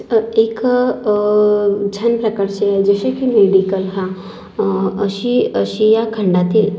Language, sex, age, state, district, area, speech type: Marathi, female, 18-30, Maharashtra, Nagpur, urban, spontaneous